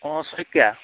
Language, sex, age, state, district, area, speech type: Assamese, male, 18-30, Assam, Dhemaji, rural, conversation